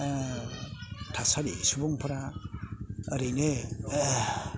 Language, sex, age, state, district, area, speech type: Bodo, male, 60+, Assam, Kokrajhar, urban, spontaneous